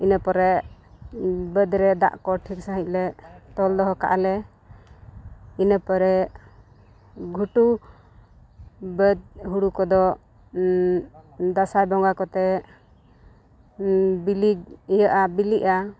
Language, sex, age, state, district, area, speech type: Santali, female, 30-45, Jharkhand, East Singhbhum, rural, spontaneous